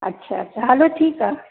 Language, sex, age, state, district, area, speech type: Sindhi, female, 30-45, Uttar Pradesh, Lucknow, urban, conversation